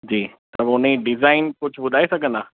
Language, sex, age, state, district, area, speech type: Sindhi, male, 18-30, Gujarat, Kutch, rural, conversation